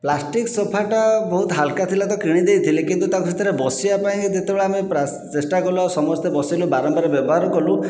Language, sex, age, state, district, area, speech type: Odia, male, 45-60, Odisha, Khordha, rural, spontaneous